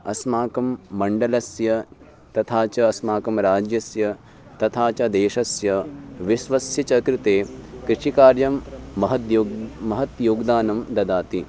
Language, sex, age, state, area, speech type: Sanskrit, male, 18-30, Uttarakhand, urban, spontaneous